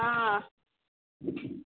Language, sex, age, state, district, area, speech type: Maithili, female, 18-30, Bihar, Samastipur, urban, conversation